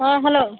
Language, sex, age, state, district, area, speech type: Marathi, female, 60+, Maharashtra, Yavatmal, rural, conversation